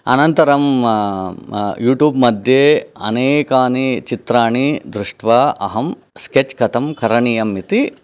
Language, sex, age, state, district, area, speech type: Sanskrit, male, 30-45, Karnataka, Chikkaballapur, urban, spontaneous